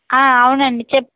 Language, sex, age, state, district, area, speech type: Telugu, female, 18-30, Andhra Pradesh, Chittoor, rural, conversation